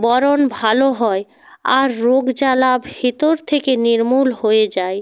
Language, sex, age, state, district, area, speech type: Bengali, female, 30-45, West Bengal, North 24 Parganas, rural, spontaneous